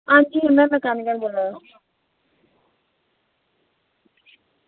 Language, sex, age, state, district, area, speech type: Dogri, female, 45-60, Jammu and Kashmir, Samba, rural, conversation